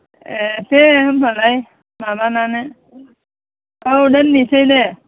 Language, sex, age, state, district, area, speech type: Bodo, female, 60+, Assam, Chirang, rural, conversation